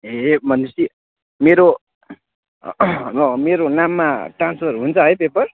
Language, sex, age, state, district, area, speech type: Nepali, male, 18-30, West Bengal, Jalpaiguri, urban, conversation